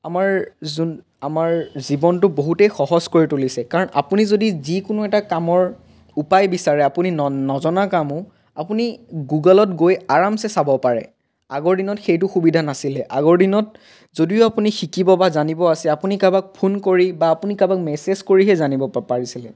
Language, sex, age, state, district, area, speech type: Assamese, male, 18-30, Assam, Biswanath, rural, spontaneous